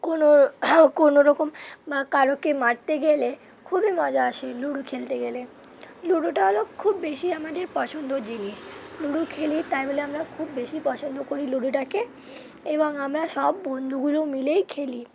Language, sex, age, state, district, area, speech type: Bengali, female, 18-30, West Bengal, Hooghly, urban, spontaneous